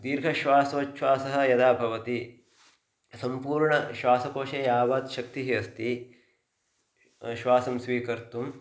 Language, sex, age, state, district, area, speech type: Sanskrit, male, 30-45, Karnataka, Uttara Kannada, rural, spontaneous